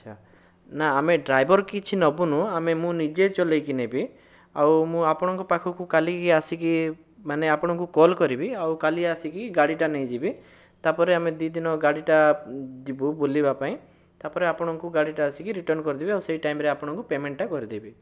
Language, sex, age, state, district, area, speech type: Odia, male, 18-30, Odisha, Bhadrak, rural, spontaneous